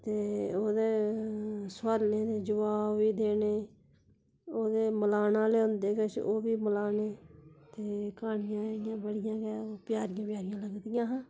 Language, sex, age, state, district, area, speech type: Dogri, female, 45-60, Jammu and Kashmir, Udhampur, rural, spontaneous